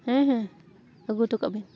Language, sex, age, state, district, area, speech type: Santali, female, 30-45, Jharkhand, Bokaro, rural, spontaneous